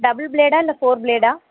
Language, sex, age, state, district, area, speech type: Tamil, female, 30-45, Tamil Nadu, Thanjavur, rural, conversation